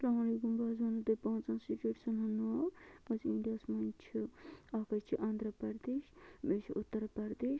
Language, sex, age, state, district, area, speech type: Kashmiri, female, 18-30, Jammu and Kashmir, Bandipora, rural, spontaneous